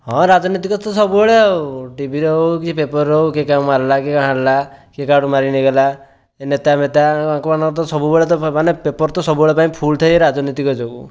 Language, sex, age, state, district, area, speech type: Odia, male, 18-30, Odisha, Dhenkanal, rural, spontaneous